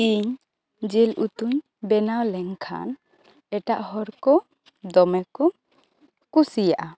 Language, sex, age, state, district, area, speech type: Santali, female, 18-30, West Bengal, Bankura, rural, spontaneous